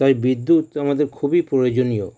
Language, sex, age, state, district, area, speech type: Bengali, male, 45-60, West Bengal, Howrah, urban, spontaneous